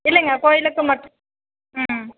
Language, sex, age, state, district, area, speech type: Tamil, female, 30-45, Tamil Nadu, Dharmapuri, rural, conversation